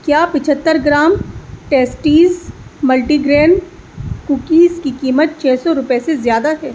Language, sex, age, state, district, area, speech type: Urdu, female, 30-45, Delhi, East Delhi, rural, read